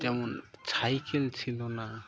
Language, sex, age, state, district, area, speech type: Bengali, male, 30-45, West Bengal, Birbhum, urban, spontaneous